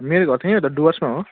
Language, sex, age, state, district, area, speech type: Nepali, male, 30-45, West Bengal, Jalpaiguri, rural, conversation